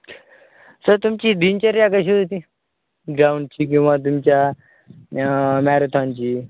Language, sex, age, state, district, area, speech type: Marathi, male, 18-30, Maharashtra, Nanded, rural, conversation